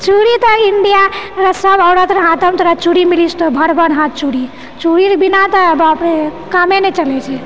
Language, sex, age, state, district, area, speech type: Maithili, female, 30-45, Bihar, Purnia, rural, spontaneous